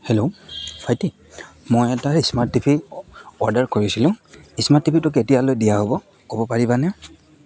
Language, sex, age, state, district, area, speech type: Assamese, male, 18-30, Assam, Goalpara, rural, spontaneous